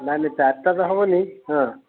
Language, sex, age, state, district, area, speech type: Odia, male, 60+, Odisha, Gajapati, rural, conversation